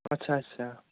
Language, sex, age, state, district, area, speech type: Bengali, male, 18-30, West Bengal, Bankura, rural, conversation